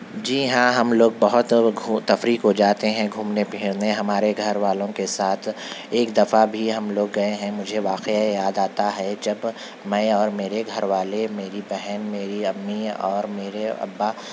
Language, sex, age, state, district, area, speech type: Urdu, male, 45-60, Telangana, Hyderabad, urban, spontaneous